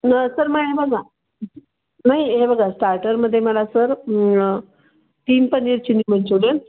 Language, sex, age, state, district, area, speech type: Marathi, female, 45-60, Maharashtra, Sangli, urban, conversation